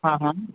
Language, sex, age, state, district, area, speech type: Hindi, male, 60+, Madhya Pradesh, Bhopal, urban, conversation